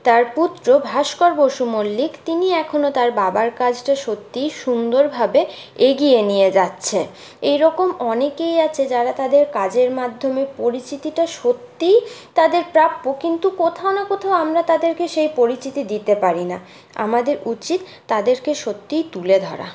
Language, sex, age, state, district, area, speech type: Bengali, female, 30-45, West Bengal, Purulia, rural, spontaneous